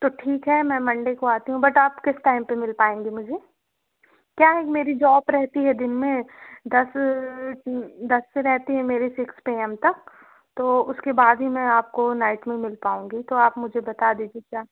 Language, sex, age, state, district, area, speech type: Hindi, female, 18-30, Madhya Pradesh, Katni, urban, conversation